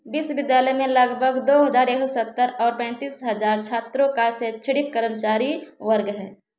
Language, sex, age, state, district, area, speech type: Hindi, female, 30-45, Uttar Pradesh, Ayodhya, rural, read